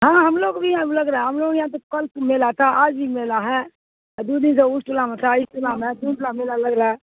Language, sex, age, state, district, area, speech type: Urdu, female, 60+, Bihar, Supaul, rural, conversation